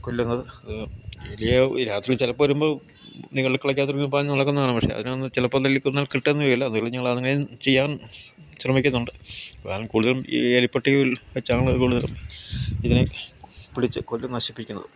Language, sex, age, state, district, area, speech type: Malayalam, male, 60+, Kerala, Idukki, rural, spontaneous